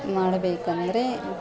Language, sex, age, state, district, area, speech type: Kannada, female, 45-60, Karnataka, Bangalore Urban, urban, spontaneous